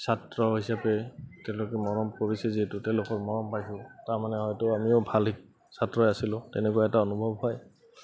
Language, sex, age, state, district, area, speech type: Assamese, male, 30-45, Assam, Goalpara, urban, spontaneous